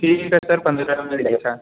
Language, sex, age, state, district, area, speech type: Hindi, male, 18-30, Uttar Pradesh, Mirzapur, rural, conversation